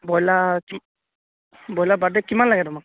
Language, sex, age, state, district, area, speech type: Assamese, male, 18-30, Assam, Sivasagar, rural, conversation